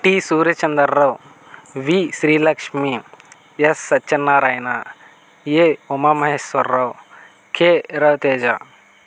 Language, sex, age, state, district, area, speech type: Telugu, male, 18-30, Andhra Pradesh, Kakinada, rural, spontaneous